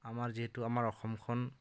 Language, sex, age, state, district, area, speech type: Assamese, male, 30-45, Assam, Dhemaji, rural, spontaneous